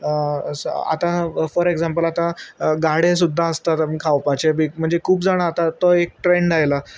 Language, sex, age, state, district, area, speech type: Goan Konkani, male, 30-45, Goa, Salcete, urban, spontaneous